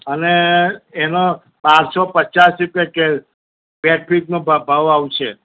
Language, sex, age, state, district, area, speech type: Gujarati, male, 60+, Gujarat, Kheda, rural, conversation